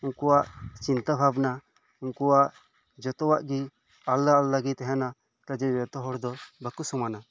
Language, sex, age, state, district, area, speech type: Santali, male, 18-30, West Bengal, Birbhum, rural, spontaneous